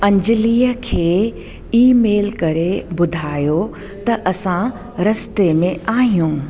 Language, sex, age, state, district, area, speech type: Sindhi, female, 45-60, Delhi, South Delhi, urban, read